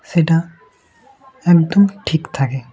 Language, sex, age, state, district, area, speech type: Bengali, male, 18-30, West Bengal, Murshidabad, urban, spontaneous